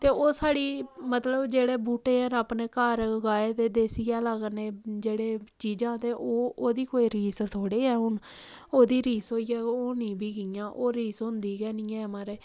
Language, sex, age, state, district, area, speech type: Dogri, female, 30-45, Jammu and Kashmir, Samba, rural, spontaneous